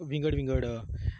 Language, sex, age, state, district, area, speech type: Goan Konkani, male, 30-45, Goa, Canacona, rural, spontaneous